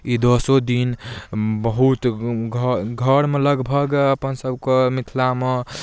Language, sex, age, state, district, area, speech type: Maithili, male, 18-30, Bihar, Darbhanga, rural, spontaneous